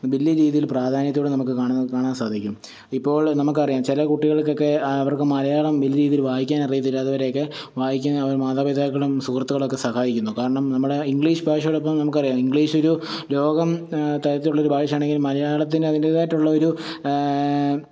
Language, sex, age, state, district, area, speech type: Malayalam, male, 30-45, Kerala, Pathanamthitta, rural, spontaneous